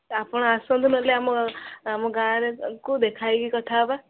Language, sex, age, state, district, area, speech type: Odia, female, 18-30, Odisha, Jagatsinghpur, rural, conversation